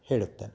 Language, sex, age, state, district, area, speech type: Kannada, male, 45-60, Karnataka, Kolar, urban, spontaneous